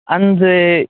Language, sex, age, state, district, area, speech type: Kannada, male, 18-30, Karnataka, Shimoga, rural, conversation